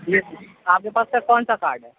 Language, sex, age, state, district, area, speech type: Urdu, male, 18-30, Uttar Pradesh, Gautam Buddha Nagar, urban, conversation